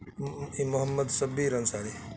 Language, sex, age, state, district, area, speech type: Urdu, male, 60+, Bihar, Khagaria, rural, spontaneous